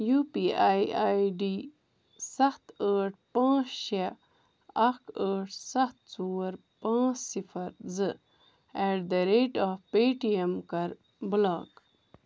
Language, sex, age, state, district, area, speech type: Kashmiri, female, 30-45, Jammu and Kashmir, Ganderbal, rural, read